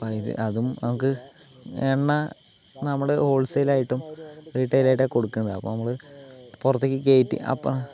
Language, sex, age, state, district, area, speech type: Malayalam, male, 30-45, Kerala, Palakkad, rural, spontaneous